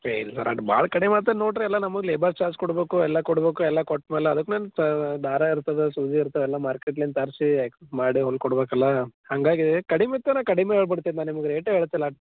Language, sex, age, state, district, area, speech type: Kannada, male, 18-30, Karnataka, Gulbarga, urban, conversation